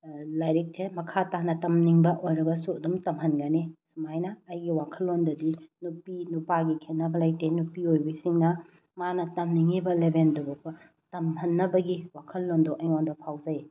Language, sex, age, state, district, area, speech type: Manipuri, female, 30-45, Manipur, Bishnupur, rural, spontaneous